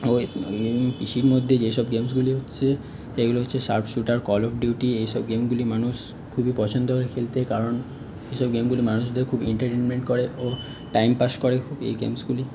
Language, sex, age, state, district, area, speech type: Bengali, male, 30-45, West Bengal, Paschim Bardhaman, urban, spontaneous